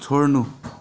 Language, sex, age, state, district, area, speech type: Nepali, male, 30-45, West Bengal, Darjeeling, rural, read